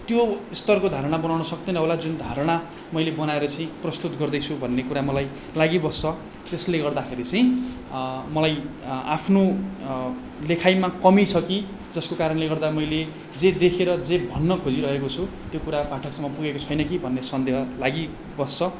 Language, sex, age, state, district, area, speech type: Nepali, male, 18-30, West Bengal, Darjeeling, rural, spontaneous